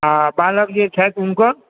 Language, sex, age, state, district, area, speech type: Maithili, male, 45-60, Bihar, Supaul, rural, conversation